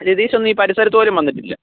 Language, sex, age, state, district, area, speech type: Malayalam, male, 18-30, Kerala, Pathanamthitta, rural, conversation